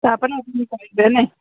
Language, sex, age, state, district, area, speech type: Odia, female, 45-60, Odisha, Sundergarh, urban, conversation